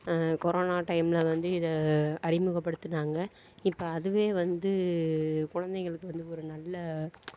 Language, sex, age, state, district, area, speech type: Tamil, female, 45-60, Tamil Nadu, Mayiladuthurai, urban, spontaneous